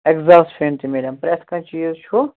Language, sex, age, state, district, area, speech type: Kashmiri, male, 30-45, Jammu and Kashmir, Shopian, rural, conversation